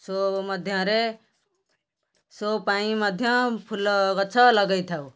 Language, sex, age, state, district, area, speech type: Odia, female, 60+, Odisha, Kendrapara, urban, spontaneous